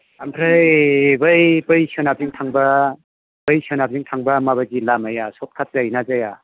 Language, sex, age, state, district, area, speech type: Bodo, male, 30-45, Assam, Chirang, rural, conversation